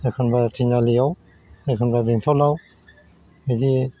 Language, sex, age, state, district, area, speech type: Bodo, male, 60+, Assam, Chirang, rural, spontaneous